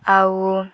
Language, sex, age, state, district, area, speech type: Odia, female, 18-30, Odisha, Nuapada, urban, spontaneous